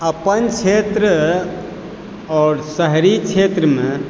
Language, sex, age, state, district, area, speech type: Maithili, male, 45-60, Bihar, Supaul, rural, spontaneous